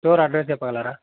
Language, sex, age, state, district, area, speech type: Telugu, male, 18-30, Telangana, Yadadri Bhuvanagiri, urban, conversation